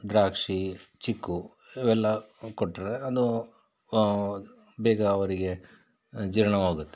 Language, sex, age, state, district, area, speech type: Kannada, male, 45-60, Karnataka, Bangalore Rural, rural, spontaneous